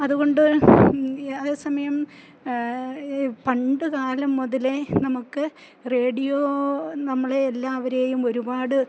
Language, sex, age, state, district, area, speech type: Malayalam, female, 60+, Kerala, Idukki, rural, spontaneous